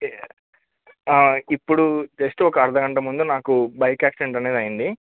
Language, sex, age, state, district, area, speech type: Telugu, male, 18-30, Telangana, Hyderabad, urban, conversation